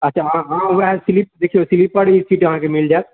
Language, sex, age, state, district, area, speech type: Maithili, male, 60+, Bihar, Purnia, urban, conversation